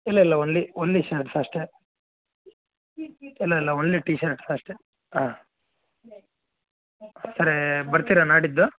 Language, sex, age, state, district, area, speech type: Kannada, male, 18-30, Karnataka, Koppal, rural, conversation